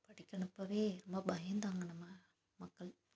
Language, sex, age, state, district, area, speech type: Tamil, female, 18-30, Tamil Nadu, Tiruppur, rural, spontaneous